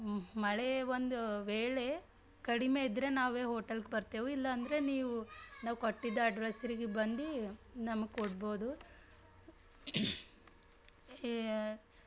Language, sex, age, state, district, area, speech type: Kannada, female, 30-45, Karnataka, Bidar, rural, spontaneous